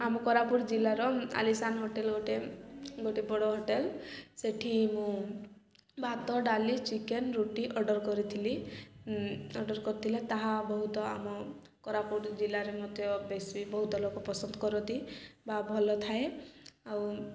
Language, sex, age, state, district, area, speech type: Odia, female, 18-30, Odisha, Koraput, urban, spontaneous